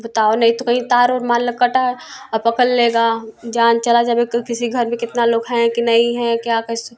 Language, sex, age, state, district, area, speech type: Hindi, female, 18-30, Uttar Pradesh, Prayagraj, urban, spontaneous